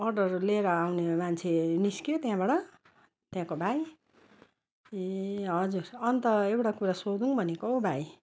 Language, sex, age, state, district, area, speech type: Nepali, female, 60+, West Bengal, Darjeeling, rural, spontaneous